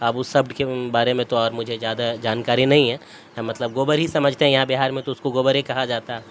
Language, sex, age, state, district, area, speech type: Urdu, male, 60+, Bihar, Darbhanga, rural, spontaneous